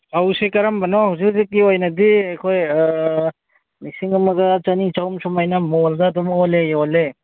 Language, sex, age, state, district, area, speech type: Manipuri, male, 45-60, Manipur, Bishnupur, rural, conversation